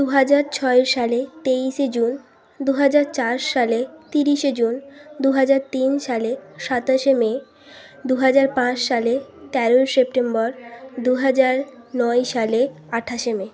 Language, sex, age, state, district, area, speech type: Bengali, female, 18-30, West Bengal, Bankura, urban, spontaneous